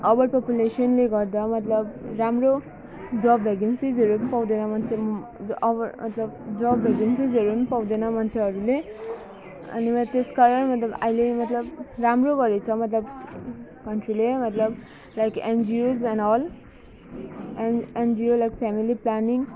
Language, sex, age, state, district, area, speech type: Nepali, female, 30-45, West Bengal, Alipurduar, urban, spontaneous